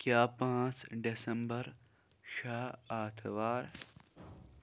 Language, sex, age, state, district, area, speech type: Kashmiri, male, 18-30, Jammu and Kashmir, Pulwama, rural, read